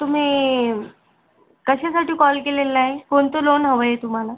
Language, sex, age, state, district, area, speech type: Marathi, female, 18-30, Maharashtra, Buldhana, rural, conversation